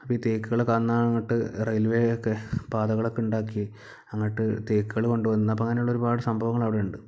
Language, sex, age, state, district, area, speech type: Malayalam, male, 18-30, Kerala, Malappuram, rural, spontaneous